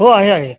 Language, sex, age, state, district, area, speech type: Marathi, male, 30-45, Maharashtra, Raigad, rural, conversation